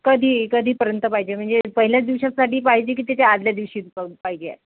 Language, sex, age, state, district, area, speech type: Marathi, female, 45-60, Maharashtra, Nagpur, urban, conversation